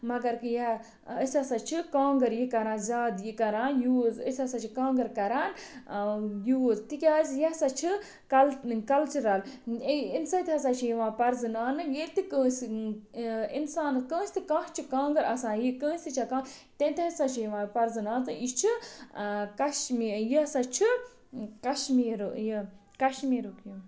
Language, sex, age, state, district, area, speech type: Kashmiri, other, 30-45, Jammu and Kashmir, Budgam, rural, spontaneous